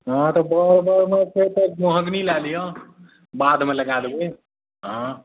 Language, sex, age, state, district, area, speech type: Maithili, male, 45-60, Bihar, Madhepura, rural, conversation